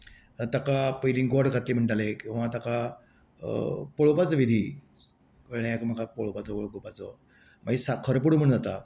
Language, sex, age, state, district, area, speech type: Goan Konkani, male, 60+, Goa, Canacona, rural, spontaneous